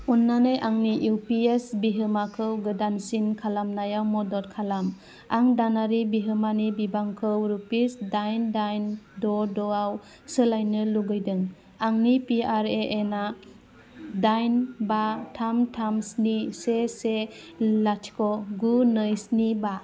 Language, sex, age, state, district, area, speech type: Bodo, female, 30-45, Assam, Udalguri, rural, read